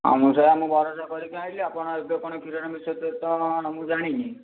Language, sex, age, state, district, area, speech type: Odia, male, 18-30, Odisha, Bhadrak, rural, conversation